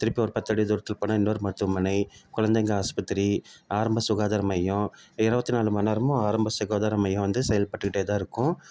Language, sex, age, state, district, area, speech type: Tamil, male, 30-45, Tamil Nadu, Salem, urban, spontaneous